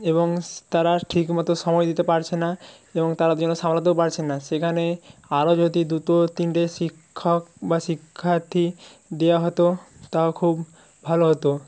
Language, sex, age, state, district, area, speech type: Bengali, male, 60+, West Bengal, Jhargram, rural, spontaneous